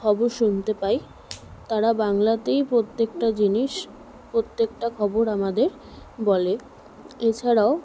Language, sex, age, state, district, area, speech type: Bengali, female, 30-45, West Bengal, Kolkata, urban, spontaneous